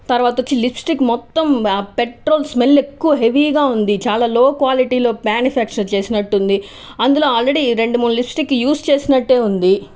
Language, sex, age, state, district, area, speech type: Telugu, female, 30-45, Andhra Pradesh, Chittoor, urban, spontaneous